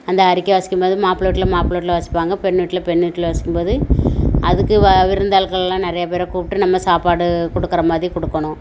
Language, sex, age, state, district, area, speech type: Tamil, female, 45-60, Tamil Nadu, Thoothukudi, rural, spontaneous